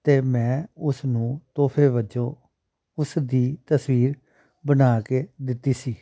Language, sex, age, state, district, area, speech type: Punjabi, male, 30-45, Punjab, Amritsar, urban, spontaneous